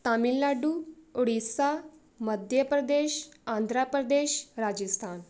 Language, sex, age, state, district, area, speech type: Punjabi, female, 18-30, Punjab, Shaheed Bhagat Singh Nagar, urban, spontaneous